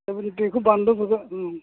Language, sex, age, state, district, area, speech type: Bodo, male, 60+, Assam, Kokrajhar, rural, conversation